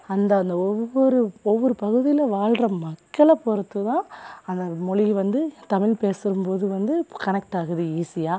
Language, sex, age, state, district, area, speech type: Tamil, female, 18-30, Tamil Nadu, Thoothukudi, rural, spontaneous